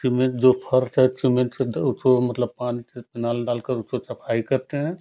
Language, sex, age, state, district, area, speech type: Hindi, male, 45-60, Uttar Pradesh, Ghazipur, rural, spontaneous